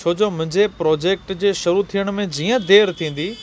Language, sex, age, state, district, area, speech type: Sindhi, male, 30-45, Gujarat, Kutch, urban, spontaneous